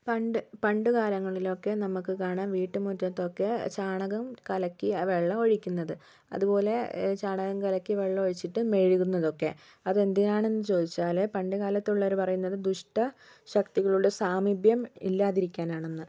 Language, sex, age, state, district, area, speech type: Malayalam, female, 45-60, Kerala, Wayanad, rural, spontaneous